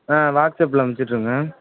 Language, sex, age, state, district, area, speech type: Tamil, male, 18-30, Tamil Nadu, Tiruvarur, urban, conversation